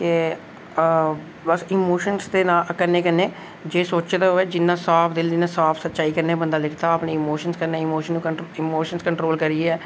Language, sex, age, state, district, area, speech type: Dogri, male, 18-30, Jammu and Kashmir, Reasi, rural, spontaneous